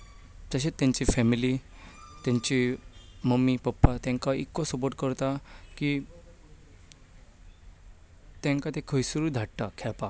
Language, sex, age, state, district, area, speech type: Goan Konkani, male, 18-30, Goa, Bardez, urban, spontaneous